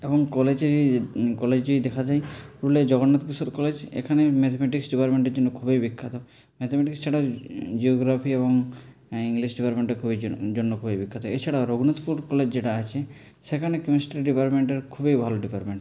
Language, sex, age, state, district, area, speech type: Bengali, male, 45-60, West Bengal, Purulia, urban, spontaneous